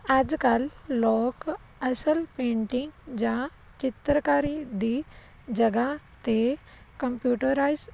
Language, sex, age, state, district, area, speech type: Punjabi, female, 18-30, Punjab, Fazilka, rural, spontaneous